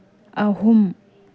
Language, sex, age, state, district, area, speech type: Manipuri, female, 18-30, Manipur, Tengnoupal, urban, read